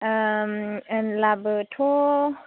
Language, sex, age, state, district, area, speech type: Bodo, female, 18-30, Assam, Chirang, rural, conversation